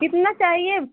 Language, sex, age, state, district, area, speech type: Hindi, female, 45-60, Uttar Pradesh, Pratapgarh, rural, conversation